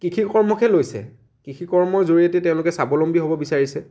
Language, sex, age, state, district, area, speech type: Assamese, male, 30-45, Assam, Dibrugarh, rural, spontaneous